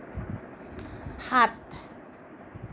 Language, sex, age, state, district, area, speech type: Assamese, female, 45-60, Assam, Sonitpur, urban, read